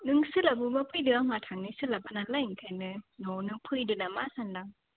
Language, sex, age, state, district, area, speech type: Bodo, female, 18-30, Assam, Kokrajhar, rural, conversation